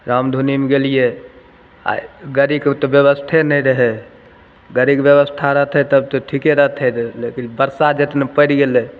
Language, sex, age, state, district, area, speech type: Maithili, male, 30-45, Bihar, Begusarai, urban, spontaneous